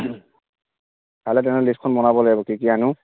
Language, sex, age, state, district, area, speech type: Assamese, male, 30-45, Assam, Dibrugarh, rural, conversation